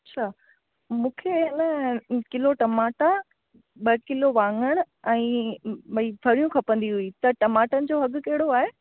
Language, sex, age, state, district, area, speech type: Sindhi, female, 30-45, Rajasthan, Ajmer, urban, conversation